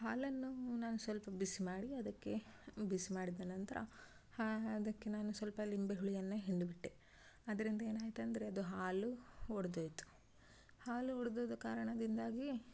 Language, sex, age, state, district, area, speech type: Kannada, female, 30-45, Karnataka, Udupi, rural, spontaneous